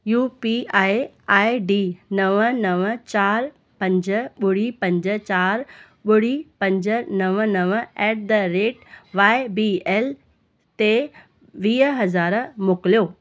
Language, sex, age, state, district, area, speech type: Sindhi, female, 30-45, Maharashtra, Thane, urban, read